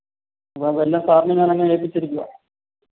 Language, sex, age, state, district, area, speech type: Malayalam, male, 30-45, Kerala, Thiruvananthapuram, rural, conversation